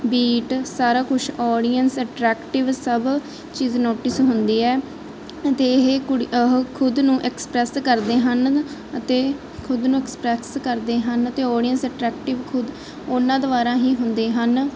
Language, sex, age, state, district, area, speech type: Punjabi, female, 30-45, Punjab, Barnala, rural, spontaneous